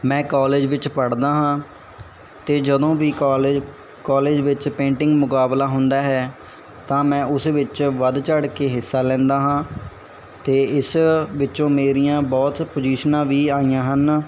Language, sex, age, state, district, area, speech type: Punjabi, male, 18-30, Punjab, Barnala, rural, spontaneous